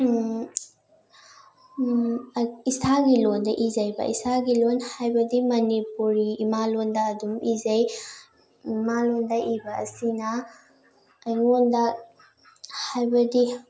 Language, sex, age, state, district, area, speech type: Manipuri, female, 18-30, Manipur, Bishnupur, rural, spontaneous